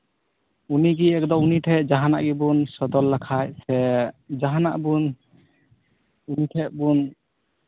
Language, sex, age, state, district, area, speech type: Santali, male, 18-30, West Bengal, Uttar Dinajpur, rural, conversation